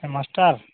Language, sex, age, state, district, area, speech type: Santali, male, 30-45, West Bengal, Uttar Dinajpur, rural, conversation